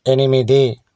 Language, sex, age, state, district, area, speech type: Telugu, male, 30-45, Telangana, Karimnagar, rural, read